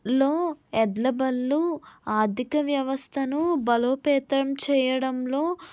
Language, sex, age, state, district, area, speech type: Telugu, female, 18-30, Andhra Pradesh, N T Rama Rao, urban, spontaneous